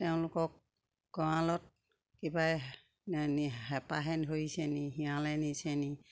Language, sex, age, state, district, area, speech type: Assamese, female, 60+, Assam, Sivasagar, rural, spontaneous